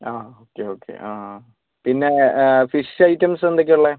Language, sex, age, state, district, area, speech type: Malayalam, male, 45-60, Kerala, Wayanad, rural, conversation